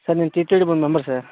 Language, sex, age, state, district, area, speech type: Telugu, male, 60+, Andhra Pradesh, Vizianagaram, rural, conversation